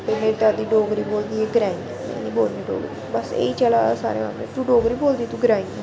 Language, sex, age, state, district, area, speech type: Dogri, female, 30-45, Jammu and Kashmir, Reasi, urban, spontaneous